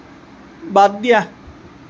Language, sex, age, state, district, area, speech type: Assamese, male, 45-60, Assam, Lakhimpur, rural, read